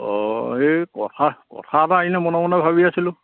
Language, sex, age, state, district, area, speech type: Assamese, male, 45-60, Assam, Lakhimpur, rural, conversation